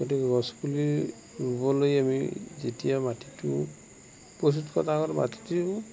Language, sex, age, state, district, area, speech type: Assamese, male, 60+, Assam, Darrang, rural, spontaneous